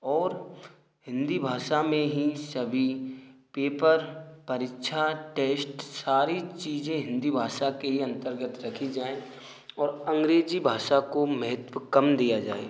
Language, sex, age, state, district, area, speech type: Hindi, male, 18-30, Rajasthan, Bharatpur, rural, spontaneous